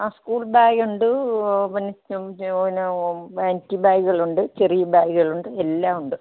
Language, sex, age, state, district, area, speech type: Malayalam, female, 45-60, Kerala, Kottayam, rural, conversation